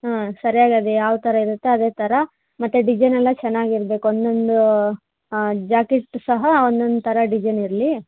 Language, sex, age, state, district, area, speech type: Kannada, female, 18-30, Karnataka, Vijayanagara, rural, conversation